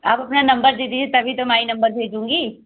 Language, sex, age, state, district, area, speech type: Hindi, female, 18-30, Uttar Pradesh, Pratapgarh, rural, conversation